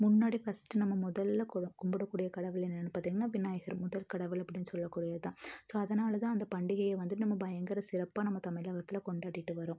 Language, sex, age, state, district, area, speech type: Tamil, female, 30-45, Tamil Nadu, Tiruppur, rural, spontaneous